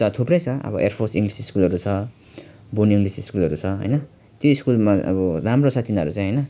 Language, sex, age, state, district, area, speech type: Nepali, male, 30-45, West Bengal, Alipurduar, urban, spontaneous